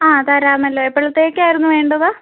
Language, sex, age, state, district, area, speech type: Malayalam, female, 18-30, Kerala, Idukki, rural, conversation